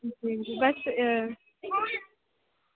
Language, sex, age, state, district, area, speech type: Dogri, female, 18-30, Jammu and Kashmir, Jammu, rural, conversation